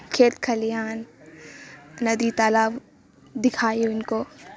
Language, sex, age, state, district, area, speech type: Urdu, female, 18-30, Bihar, Supaul, rural, spontaneous